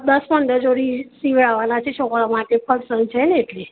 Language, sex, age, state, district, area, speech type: Gujarati, male, 60+, Gujarat, Aravalli, urban, conversation